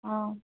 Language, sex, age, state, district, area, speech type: Telugu, female, 18-30, Telangana, Ranga Reddy, urban, conversation